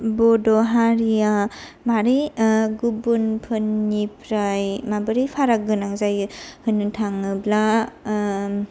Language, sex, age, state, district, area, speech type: Bodo, female, 18-30, Assam, Kokrajhar, rural, spontaneous